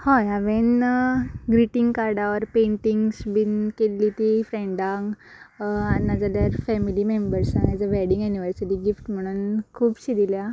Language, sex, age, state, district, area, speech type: Goan Konkani, female, 18-30, Goa, Ponda, rural, spontaneous